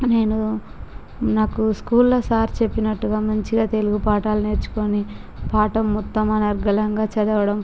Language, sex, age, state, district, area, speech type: Telugu, female, 18-30, Andhra Pradesh, Visakhapatnam, urban, spontaneous